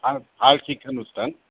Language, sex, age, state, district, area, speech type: Assamese, male, 45-60, Assam, Kamrup Metropolitan, urban, conversation